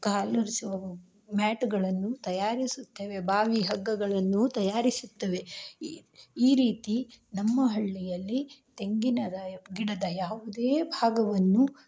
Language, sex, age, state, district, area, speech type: Kannada, female, 45-60, Karnataka, Shimoga, rural, spontaneous